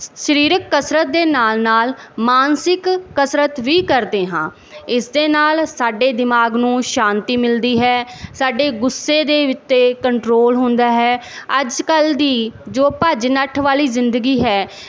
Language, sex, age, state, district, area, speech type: Punjabi, female, 30-45, Punjab, Barnala, urban, spontaneous